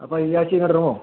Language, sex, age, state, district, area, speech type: Malayalam, male, 45-60, Kerala, Idukki, rural, conversation